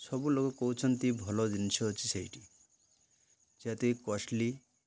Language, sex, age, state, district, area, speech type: Odia, male, 45-60, Odisha, Malkangiri, urban, spontaneous